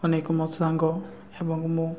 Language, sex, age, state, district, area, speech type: Odia, male, 18-30, Odisha, Nabarangpur, urban, spontaneous